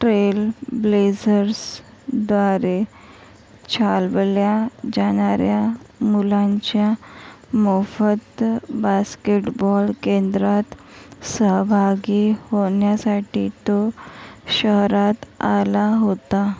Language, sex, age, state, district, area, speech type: Marathi, female, 45-60, Maharashtra, Nagpur, rural, read